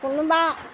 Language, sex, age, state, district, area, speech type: Assamese, female, 60+, Assam, Golaghat, urban, spontaneous